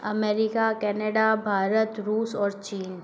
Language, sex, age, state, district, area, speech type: Hindi, female, 30-45, Rajasthan, Jodhpur, urban, spontaneous